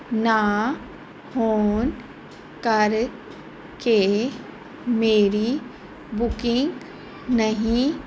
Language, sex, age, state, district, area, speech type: Punjabi, female, 30-45, Punjab, Fazilka, rural, spontaneous